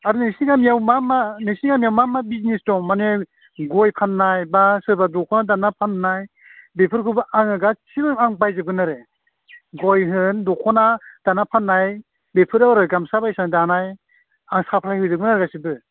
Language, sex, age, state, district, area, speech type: Bodo, male, 45-60, Assam, Udalguri, rural, conversation